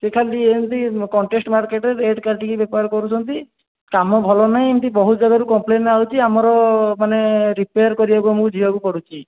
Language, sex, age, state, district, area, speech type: Odia, male, 30-45, Odisha, Puri, urban, conversation